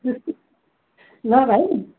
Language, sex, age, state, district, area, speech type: Nepali, female, 60+, West Bengal, Darjeeling, rural, conversation